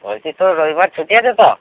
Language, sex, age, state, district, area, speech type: Bengali, male, 18-30, West Bengal, Howrah, urban, conversation